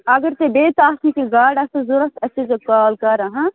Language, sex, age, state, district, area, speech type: Kashmiri, female, 18-30, Jammu and Kashmir, Bandipora, rural, conversation